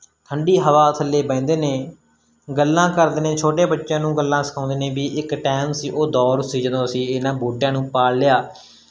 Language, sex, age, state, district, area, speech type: Punjabi, male, 18-30, Punjab, Mansa, rural, spontaneous